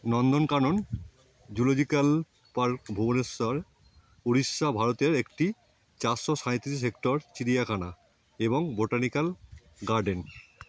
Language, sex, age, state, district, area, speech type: Bengali, male, 45-60, West Bengal, Howrah, urban, read